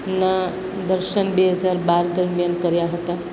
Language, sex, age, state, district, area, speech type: Gujarati, female, 60+, Gujarat, Valsad, urban, spontaneous